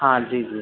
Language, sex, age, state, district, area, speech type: Hindi, male, 18-30, Madhya Pradesh, Jabalpur, urban, conversation